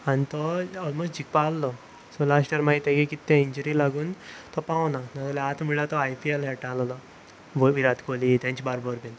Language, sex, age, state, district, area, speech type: Goan Konkani, male, 18-30, Goa, Salcete, rural, spontaneous